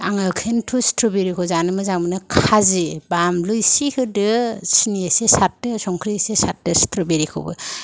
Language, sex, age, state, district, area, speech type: Bodo, female, 45-60, Assam, Kokrajhar, rural, spontaneous